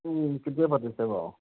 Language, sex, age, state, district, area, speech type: Assamese, male, 30-45, Assam, Majuli, urban, conversation